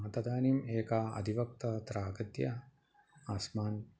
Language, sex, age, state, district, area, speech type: Sanskrit, male, 45-60, Kerala, Thrissur, urban, spontaneous